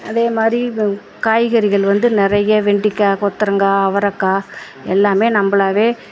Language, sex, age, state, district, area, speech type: Tamil, female, 45-60, Tamil Nadu, Perambalur, rural, spontaneous